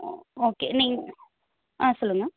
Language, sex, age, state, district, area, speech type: Tamil, female, 30-45, Tamil Nadu, Erode, rural, conversation